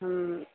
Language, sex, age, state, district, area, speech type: Sanskrit, female, 18-30, Kerala, Thrissur, urban, conversation